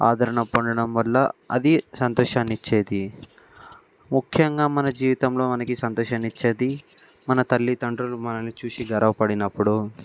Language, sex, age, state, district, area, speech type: Telugu, male, 18-30, Telangana, Ranga Reddy, urban, spontaneous